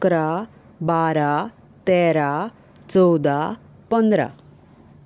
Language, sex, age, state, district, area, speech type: Goan Konkani, female, 45-60, Goa, Canacona, rural, spontaneous